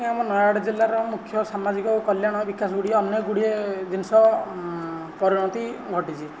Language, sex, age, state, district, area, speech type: Odia, male, 18-30, Odisha, Nayagarh, rural, spontaneous